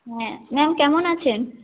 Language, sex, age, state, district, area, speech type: Bengali, female, 18-30, West Bengal, North 24 Parganas, rural, conversation